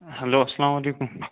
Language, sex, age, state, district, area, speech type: Kashmiri, male, 18-30, Jammu and Kashmir, Shopian, rural, conversation